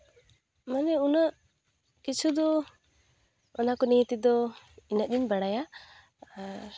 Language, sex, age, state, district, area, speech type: Santali, female, 18-30, West Bengal, Purulia, rural, spontaneous